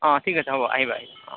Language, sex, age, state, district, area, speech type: Assamese, male, 30-45, Assam, Morigaon, rural, conversation